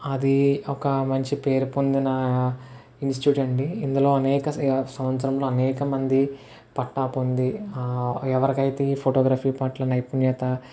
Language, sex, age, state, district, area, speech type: Telugu, male, 60+, Andhra Pradesh, Kakinada, rural, spontaneous